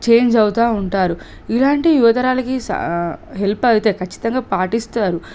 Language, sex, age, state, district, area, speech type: Telugu, female, 18-30, Telangana, Suryapet, urban, spontaneous